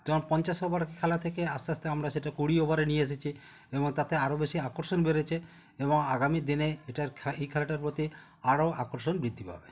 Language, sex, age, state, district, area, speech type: Bengali, male, 45-60, West Bengal, Howrah, urban, spontaneous